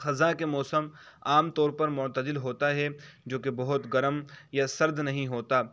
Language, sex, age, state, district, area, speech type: Urdu, male, 18-30, Uttar Pradesh, Saharanpur, urban, spontaneous